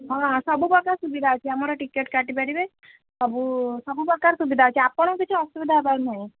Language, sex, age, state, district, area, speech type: Odia, female, 30-45, Odisha, Sambalpur, rural, conversation